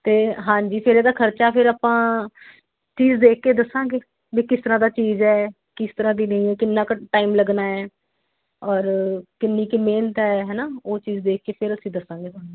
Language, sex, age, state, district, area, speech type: Punjabi, female, 30-45, Punjab, Ludhiana, urban, conversation